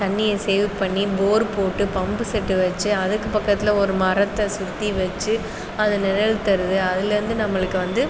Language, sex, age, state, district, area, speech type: Tamil, female, 30-45, Tamil Nadu, Pudukkottai, rural, spontaneous